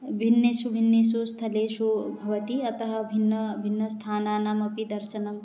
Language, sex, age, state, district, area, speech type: Sanskrit, female, 18-30, Odisha, Jagatsinghpur, urban, spontaneous